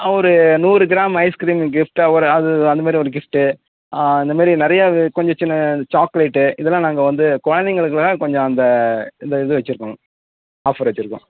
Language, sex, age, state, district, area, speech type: Tamil, male, 60+, Tamil Nadu, Tenkasi, urban, conversation